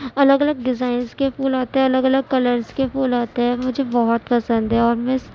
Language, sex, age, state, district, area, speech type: Urdu, female, 18-30, Uttar Pradesh, Gautam Buddha Nagar, rural, spontaneous